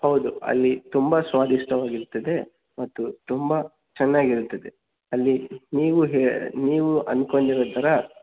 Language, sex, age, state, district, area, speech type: Kannada, male, 18-30, Karnataka, Davanagere, urban, conversation